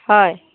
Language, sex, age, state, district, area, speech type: Assamese, female, 45-60, Assam, Barpeta, urban, conversation